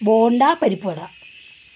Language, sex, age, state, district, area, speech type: Malayalam, female, 18-30, Kerala, Kozhikode, rural, spontaneous